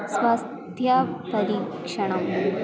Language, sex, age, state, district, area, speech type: Sanskrit, female, 18-30, Kerala, Thrissur, urban, spontaneous